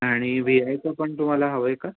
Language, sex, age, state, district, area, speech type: Marathi, male, 18-30, Maharashtra, Raigad, rural, conversation